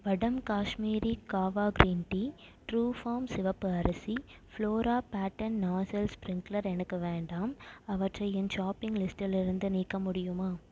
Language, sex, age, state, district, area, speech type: Tamil, female, 18-30, Tamil Nadu, Perambalur, urban, read